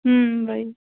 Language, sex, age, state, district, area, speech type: Hindi, female, 60+, Madhya Pradesh, Bhopal, urban, conversation